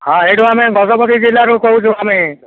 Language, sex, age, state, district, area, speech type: Odia, male, 60+, Odisha, Gajapati, rural, conversation